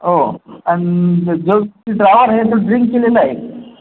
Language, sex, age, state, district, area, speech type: Marathi, male, 30-45, Maharashtra, Buldhana, rural, conversation